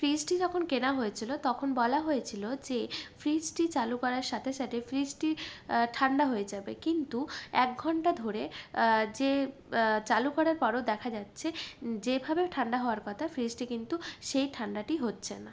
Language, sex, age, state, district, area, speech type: Bengali, female, 45-60, West Bengal, Purulia, urban, spontaneous